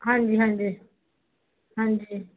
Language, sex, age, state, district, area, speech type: Punjabi, female, 18-30, Punjab, Faridkot, urban, conversation